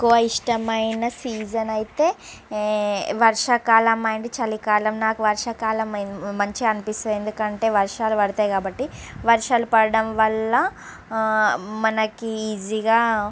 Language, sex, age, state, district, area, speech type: Telugu, female, 45-60, Andhra Pradesh, Srikakulam, urban, spontaneous